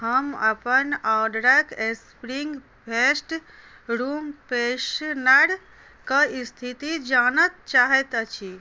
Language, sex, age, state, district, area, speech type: Maithili, female, 30-45, Bihar, Madhubani, rural, read